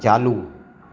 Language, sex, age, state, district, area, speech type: Sindhi, male, 45-60, Maharashtra, Thane, urban, read